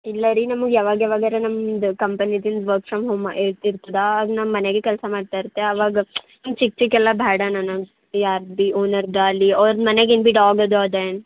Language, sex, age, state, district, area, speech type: Kannada, female, 18-30, Karnataka, Bidar, urban, conversation